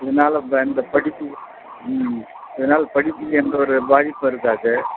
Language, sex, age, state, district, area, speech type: Tamil, male, 60+, Tamil Nadu, Vellore, rural, conversation